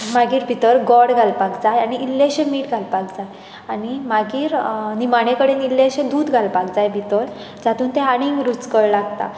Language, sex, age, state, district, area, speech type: Goan Konkani, female, 18-30, Goa, Bardez, rural, spontaneous